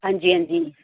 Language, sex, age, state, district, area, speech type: Dogri, female, 30-45, Jammu and Kashmir, Reasi, rural, conversation